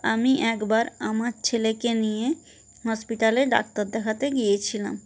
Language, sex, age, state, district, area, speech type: Bengali, female, 30-45, West Bengal, Nadia, rural, spontaneous